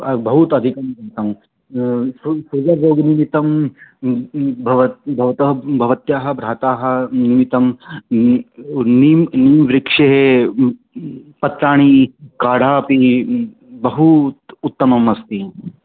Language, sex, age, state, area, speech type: Sanskrit, male, 18-30, Haryana, rural, conversation